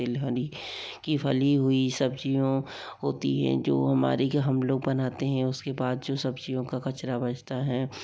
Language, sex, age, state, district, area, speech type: Hindi, female, 45-60, Rajasthan, Jaipur, urban, spontaneous